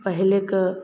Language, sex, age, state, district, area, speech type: Maithili, female, 30-45, Bihar, Begusarai, rural, spontaneous